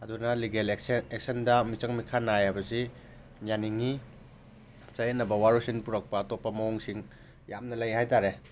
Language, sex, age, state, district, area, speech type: Manipuri, male, 30-45, Manipur, Tengnoupal, rural, spontaneous